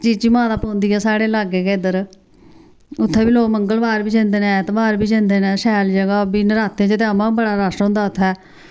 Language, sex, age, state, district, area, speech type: Dogri, female, 45-60, Jammu and Kashmir, Samba, rural, spontaneous